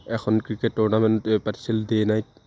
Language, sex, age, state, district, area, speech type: Assamese, male, 18-30, Assam, Lakhimpur, urban, spontaneous